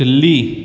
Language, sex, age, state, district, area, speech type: Sindhi, male, 30-45, Gujarat, Junagadh, rural, spontaneous